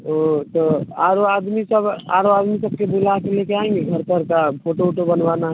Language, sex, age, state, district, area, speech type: Hindi, male, 18-30, Bihar, Vaishali, rural, conversation